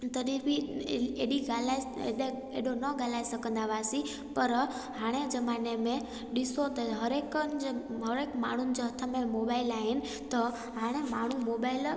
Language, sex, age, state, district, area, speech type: Sindhi, female, 18-30, Gujarat, Junagadh, rural, spontaneous